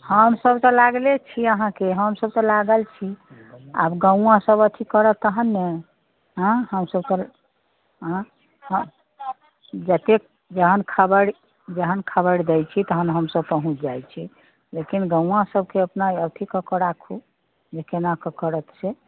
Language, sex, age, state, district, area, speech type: Maithili, female, 60+, Bihar, Muzaffarpur, rural, conversation